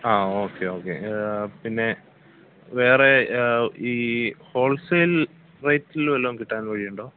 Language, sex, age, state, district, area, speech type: Malayalam, male, 18-30, Kerala, Kollam, rural, conversation